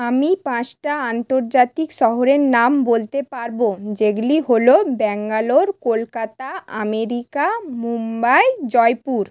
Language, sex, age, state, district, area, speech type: Bengali, female, 18-30, West Bengal, Hooghly, urban, spontaneous